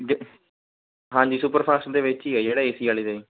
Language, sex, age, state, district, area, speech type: Punjabi, male, 18-30, Punjab, Rupnagar, rural, conversation